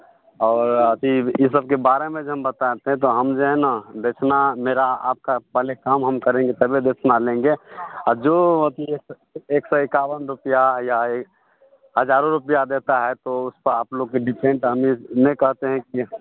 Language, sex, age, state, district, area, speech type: Hindi, male, 30-45, Bihar, Madhepura, rural, conversation